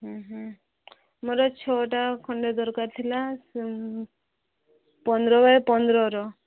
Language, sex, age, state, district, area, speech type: Odia, female, 30-45, Odisha, Subarnapur, urban, conversation